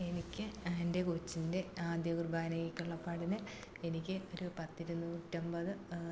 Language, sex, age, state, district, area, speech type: Malayalam, female, 45-60, Kerala, Alappuzha, rural, spontaneous